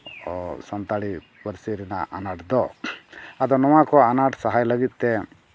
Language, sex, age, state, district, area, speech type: Santali, male, 45-60, Jharkhand, East Singhbhum, rural, spontaneous